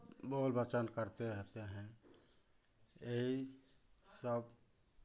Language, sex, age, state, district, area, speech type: Hindi, male, 45-60, Uttar Pradesh, Chandauli, urban, spontaneous